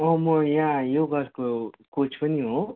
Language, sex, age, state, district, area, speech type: Nepali, male, 18-30, West Bengal, Jalpaiguri, rural, conversation